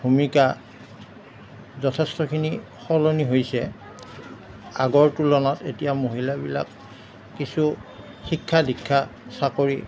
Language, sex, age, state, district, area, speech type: Assamese, male, 60+, Assam, Darrang, rural, spontaneous